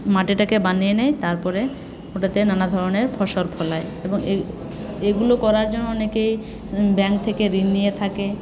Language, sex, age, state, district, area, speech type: Bengali, female, 60+, West Bengal, Paschim Bardhaman, urban, spontaneous